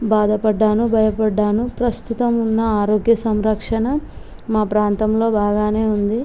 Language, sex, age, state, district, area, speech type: Telugu, female, 18-30, Andhra Pradesh, Visakhapatnam, urban, spontaneous